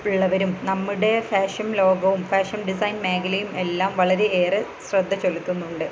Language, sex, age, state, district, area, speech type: Malayalam, female, 18-30, Kerala, Malappuram, rural, spontaneous